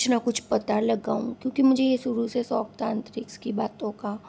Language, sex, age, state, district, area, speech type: Hindi, female, 60+, Rajasthan, Jodhpur, urban, spontaneous